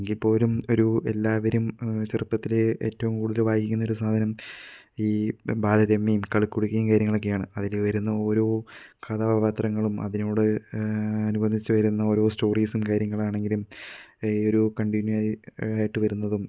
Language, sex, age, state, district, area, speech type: Malayalam, male, 18-30, Kerala, Kozhikode, rural, spontaneous